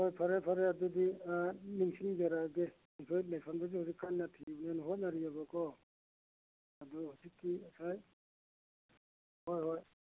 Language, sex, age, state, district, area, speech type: Manipuri, male, 60+, Manipur, Churachandpur, urban, conversation